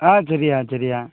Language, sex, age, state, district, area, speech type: Tamil, male, 30-45, Tamil Nadu, Madurai, rural, conversation